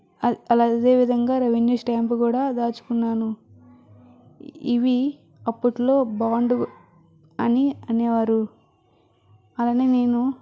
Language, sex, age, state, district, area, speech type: Telugu, female, 60+, Andhra Pradesh, Vizianagaram, rural, spontaneous